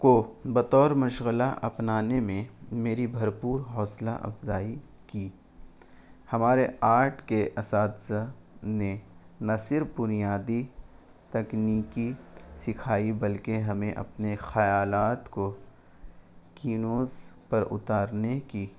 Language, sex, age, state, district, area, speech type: Urdu, male, 18-30, Bihar, Gaya, rural, spontaneous